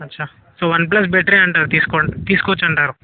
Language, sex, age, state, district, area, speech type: Telugu, male, 18-30, Telangana, Vikarabad, urban, conversation